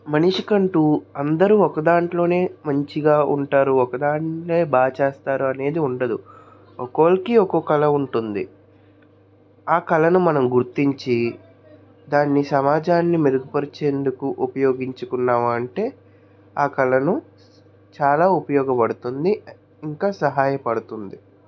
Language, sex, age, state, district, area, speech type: Telugu, male, 60+, Andhra Pradesh, N T Rama Rao, urban, spontaneous